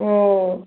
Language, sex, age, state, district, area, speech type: Bengali, female, 45-60, West Bengal, Howrah, urban, conversation